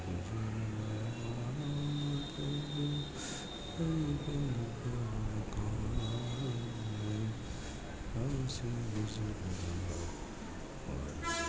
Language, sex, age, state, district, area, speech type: Gujarati, male, 60+, Gujarat, Narmada, rural, spontaneous